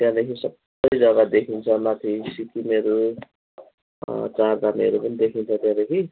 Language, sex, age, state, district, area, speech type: Nepali, male, 45-60, West Bengal, Kalimpong, rural, conversation